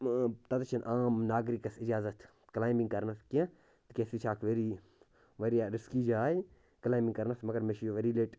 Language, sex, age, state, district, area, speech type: Kashmiri, male, 30-45, Jammu and Kashmir, Bandipora, rural, spontaneous